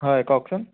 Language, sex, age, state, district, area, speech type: Assamese, male, 30-45, Assam, Sonitpur, rural, conversation